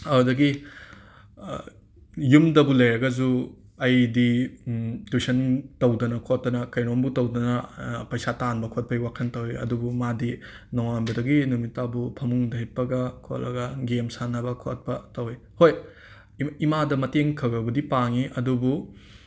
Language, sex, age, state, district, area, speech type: Manipuri, male, 30-45, Manipur, Imphal West, urban, spontaneous